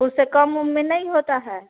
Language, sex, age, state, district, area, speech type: Hindi, female, 18-30, Bihar, Samastipur, urban, conversation